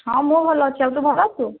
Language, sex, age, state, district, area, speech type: Odia, female, 30-45, Odisha, Kandhamal, rural, conversation